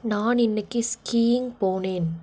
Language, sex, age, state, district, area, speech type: Tamil, female, 18-30, Tamil Nadu, Coimbatore, rural, read